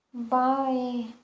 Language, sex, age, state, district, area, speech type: Hindi, female, 30-45, Uttar Pradesh, Sonbhadra, rural, read